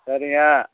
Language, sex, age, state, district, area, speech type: Tamil, male, 60+, Tamil Nadu, Ariyalur, rural, conversation